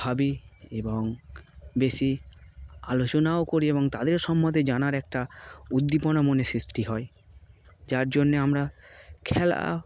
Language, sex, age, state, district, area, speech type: Bengali, male, 18-30, West Bengal, Darjeeling, urban, spontaneous